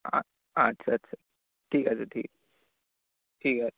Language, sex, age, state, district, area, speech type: Bengali, male, 18-30, West Bengal, Dakshin Dinajpur, urban, conversation